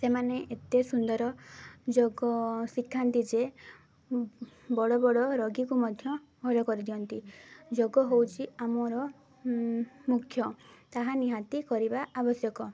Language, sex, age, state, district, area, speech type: Odia, female, 18-30, Odisha, Mayurbhanj, rural, spontaneous